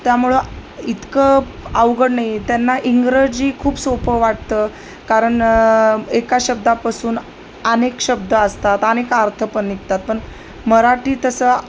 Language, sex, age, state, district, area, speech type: Marathi, female, 30-45, Maharashtra, Osmanabad, rural, spontaneous